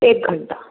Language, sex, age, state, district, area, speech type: Hindi, female, 60+, Madhya Pradesh, Gwalior, rural, conversation